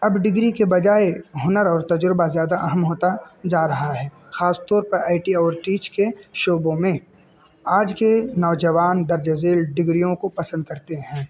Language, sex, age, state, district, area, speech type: Urdu, male, 18-30, Uttar Pradesh, Balrampur, rural, spontaneous